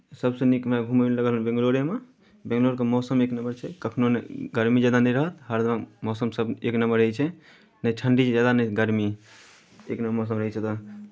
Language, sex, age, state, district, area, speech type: Maithili, male, 18-30, Bihar, Darbhanga, rural, spontaneous